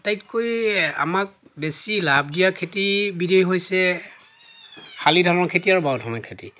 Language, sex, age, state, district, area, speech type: Assamese, male, 45-60, Assam, Lakhimpur, rural, spontaneous